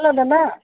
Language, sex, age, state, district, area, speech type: Assamese, female, 60+, Assam, Tinsukia, rural, conversation